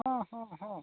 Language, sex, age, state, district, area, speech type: Santali, male, 45-60, Odisha, Mayurbhanj, rural, conversation